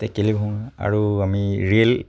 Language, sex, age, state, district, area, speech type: Assamese, male, 30-45, Assam, Charaideo, rural, spontaneous